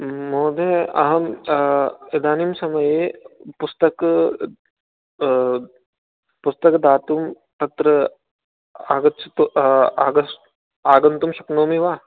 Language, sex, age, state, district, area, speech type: Sanskrit, male, 18-30, Rajasthan, Jaipur, urban, conversation